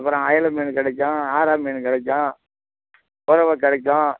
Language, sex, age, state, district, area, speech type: Tamil, male, 60+, Tamil Nadu, Kallakurichi, urban, conversation